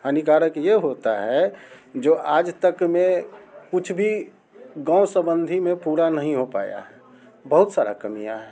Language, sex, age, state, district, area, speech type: Hindi, male, 45-60, Bihar, Muzaffarpur, rural, spontaneous